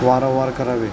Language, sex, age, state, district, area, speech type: Marathi, male, 30-45, Maharashtra, Satara, urban, spontaneous